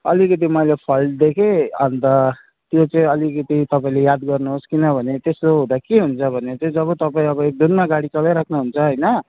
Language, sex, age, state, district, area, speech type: Nepali, male, 18-30, West Bengal, Darjeeling, rural, conversation